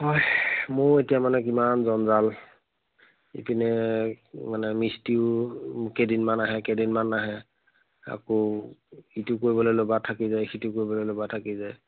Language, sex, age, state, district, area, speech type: Assamese, male, 30-45, Assam, Majuli, urban, conversation